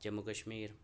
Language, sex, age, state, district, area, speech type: Urdu, male, 45-60, Telangana, Hyderabad, urban, spontaneous